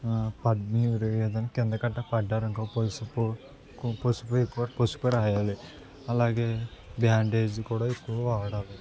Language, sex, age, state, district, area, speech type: Telugu, male, 18-30, Andhra Pradesh, Anakapalli, rural, spontaneous